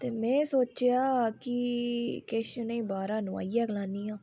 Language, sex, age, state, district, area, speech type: Dogri, female, 18-30, Jammu and Kashmir, Udhampur, rural, spontaneous